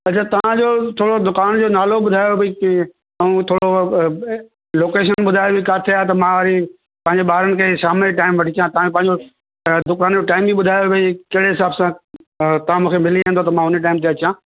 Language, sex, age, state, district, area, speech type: Sindhi, male, 45-60, Delhi, South Delhi, urban, conversation